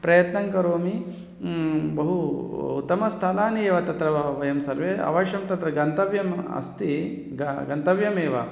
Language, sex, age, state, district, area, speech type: Sanskrit, male, 30-45, Telangana, Hyderabad, urban, spontaneous